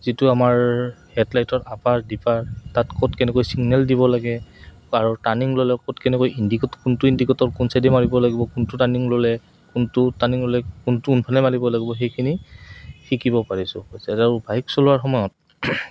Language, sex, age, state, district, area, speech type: Assamese, male, 30-45, Assam, Goalpara, rural, spontaneous